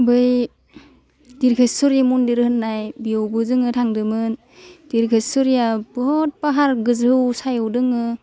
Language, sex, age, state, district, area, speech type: Bodo, female, 18-30, Assam, Udalguri, urban, spontaneous